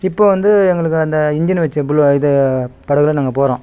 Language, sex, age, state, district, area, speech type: Tamil, male, 45-60, Tamil Nadu, Kallakurichi, rural, spontaneous